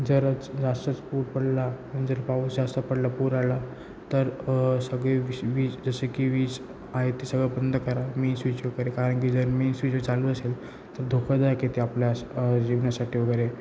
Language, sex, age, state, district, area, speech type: Marathi, male, 18-30, Maharashtra, Ratnagiri, rural, spontaneous